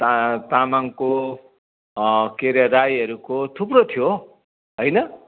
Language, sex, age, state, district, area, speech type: Nepali, male, 60+, West Bengal, Kalimpong, rural, conversation